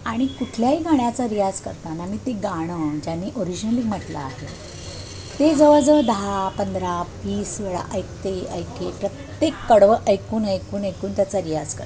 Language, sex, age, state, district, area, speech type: Marathi, female, 60+, Maharashtra, Thane, urban, spontaneous